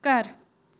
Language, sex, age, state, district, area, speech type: Punjabi, female, 18-30, Punjab, Fatehgarh Sahib, rural, read